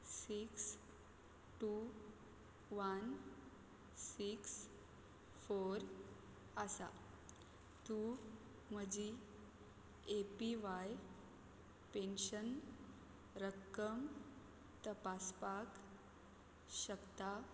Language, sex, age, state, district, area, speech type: Goan Konkani, female, 18-30, Goa, Quepem, rural, read